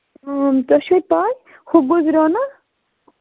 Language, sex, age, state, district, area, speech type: Kashmiri, male, 45-60, Jammu and Kashmir, Budgam, rural, conversation